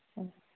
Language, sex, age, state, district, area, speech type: Kannada, female, 30-45, Karnataka, Shimoga, rural, conversation